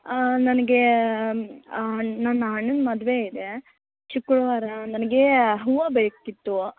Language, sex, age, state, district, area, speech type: Kannada, female, 18-30, Karnataka, Bellary, rural, conversation